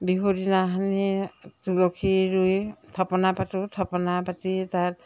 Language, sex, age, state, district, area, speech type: Assamese, female, 45-60, Assam, Jorhat, urban, spontaneous